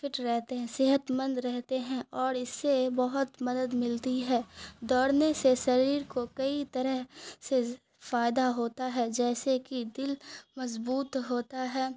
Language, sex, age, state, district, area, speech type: Urdu, female, 18-30, Bihar, Khagaria, rural, spontaneous